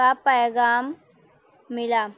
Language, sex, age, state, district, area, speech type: Urdu, female, 18-30, Maharashtra, Nashik, urban, spontaneous